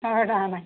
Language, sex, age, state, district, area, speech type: Odia, female, 45-60, Odisha, Gajapati, rural, conversation